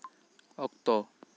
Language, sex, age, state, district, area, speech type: Santali, male, 18-30, West Bengal, Bankura, rural, read